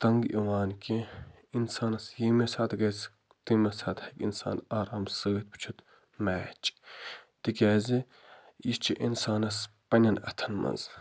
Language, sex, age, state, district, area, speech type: Kashmiri, male, 30-45, Jammu and Kashmir, Budgam, rural, spontaneous